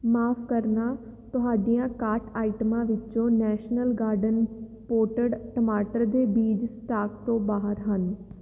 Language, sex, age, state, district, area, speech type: Punjabi, female, 18-30, Punjab, Fatehgarh Sahib, urban, read